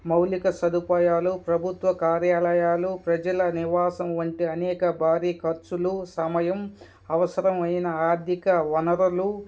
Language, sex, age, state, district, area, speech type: Telugu, male, 30-45, Andhra Pradesh, Kadapa, rural, spontaneous